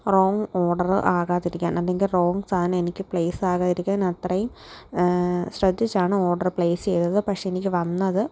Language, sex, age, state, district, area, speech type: Malayalam, female, 18-30, Kerala, Alappuzha, rural, spontaneous